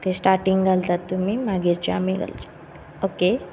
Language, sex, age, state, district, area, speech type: Goan Konkani, female, 18-30, Goa, Quepem, rural, spontaneous